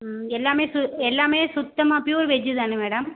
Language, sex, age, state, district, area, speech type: Tamil, female, 30-45, Tamil Nadu, Pudukkottai, rural, conversation